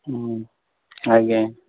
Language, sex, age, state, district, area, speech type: Odia, male, 45-60, Odisha, Koraput, urban, conversation